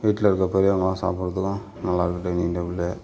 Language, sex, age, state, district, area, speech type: Tamil, male, 60+, Tamil Nadu, Sivaganga, urban, spontaneous